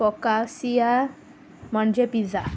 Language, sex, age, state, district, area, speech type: Goan Konkani, female, 18-30, Goa, Salcete, rural, spontaneous